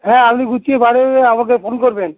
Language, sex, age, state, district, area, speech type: Bengali, male, 60+, West Bengal, Hooghly, rural, conversation